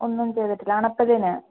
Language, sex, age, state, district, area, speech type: Malayalam, female, 18-30, Kerala, Wayanad, rural, conversation